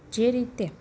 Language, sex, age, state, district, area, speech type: Gujarati, female, 30-45, Gujarat, Narmada, urban, spontaneous